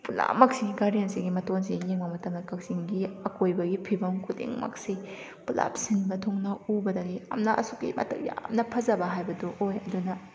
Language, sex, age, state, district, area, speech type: Manipuri, female, 30-45, Manipur, Kakching, rural, spontaneous